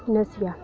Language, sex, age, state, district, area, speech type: Dogri, female, 18-30, Jammu and Kashmir, Udhampur, rural, spontaneous